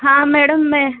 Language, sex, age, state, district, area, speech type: Hindi, female, 18-30, Rajasthan, Jaipur, urban, conversation